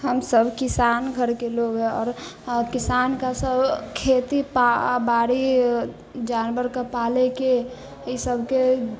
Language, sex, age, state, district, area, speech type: Maithili, female, 30-45, Bihar, Sitamarhi, rural, spontaneous